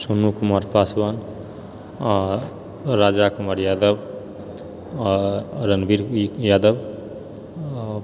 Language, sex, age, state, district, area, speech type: Maithili, male, 30-45, Bihar, Purnia, rural, spontaneous